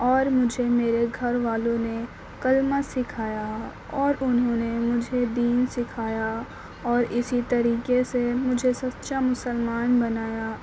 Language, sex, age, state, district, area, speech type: Urdu, female, 18-30, Uttar Pradesh, Gautam Buddha Nagar, urban, spontaneous